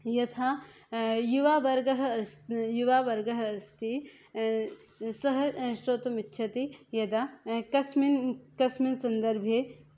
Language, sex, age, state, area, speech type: Sanskrit, female, 18-30, Uttar Pradesh, rural, spontaneous